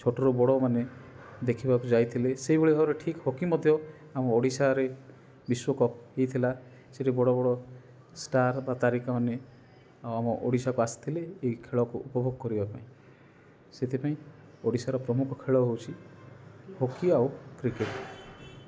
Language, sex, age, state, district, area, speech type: Odia, male, 30-45, Odisha, Rayagada, rural, spontaneous